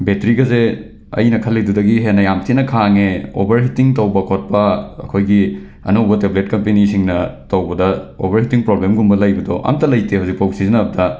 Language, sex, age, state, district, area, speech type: Manipuri, male, 18-30, Manipur, Imphal West, rural, spontaneous